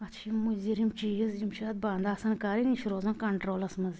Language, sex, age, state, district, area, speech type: Kashmiri, female, 45-60, Jammu and Kashmir, Anantnag, rural, spontaneous